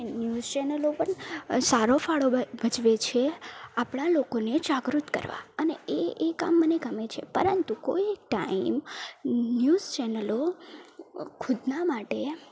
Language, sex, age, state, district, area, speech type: Gujarati, female, 18-30, Gujarat, Valsad, rural, spontaneous